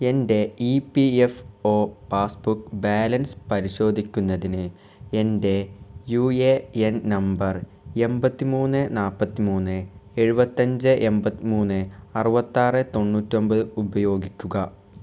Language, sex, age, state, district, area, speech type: Malayalam, male, 18-30, Kerala, Malappuram, rural, read